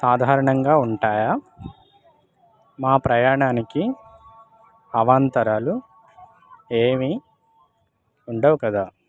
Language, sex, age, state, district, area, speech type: Telugu, male, 18-30, Telangana, Khammam, urban, spontaneous